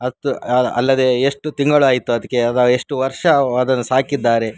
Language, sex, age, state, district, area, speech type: Kannada, male, 60+, Karnataka, Udupi, rural, spontaneous